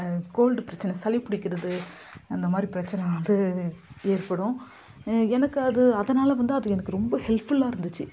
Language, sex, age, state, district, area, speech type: Tamil, female, 30-45, Tamil Nadu, Kallakurichi, urban, spontaneous